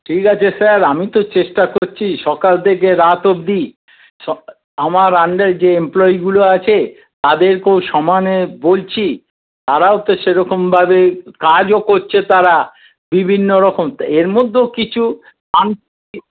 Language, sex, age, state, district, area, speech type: Bengali, male, 60+, West Bengal, Paschim Bardhaman, urban, conversation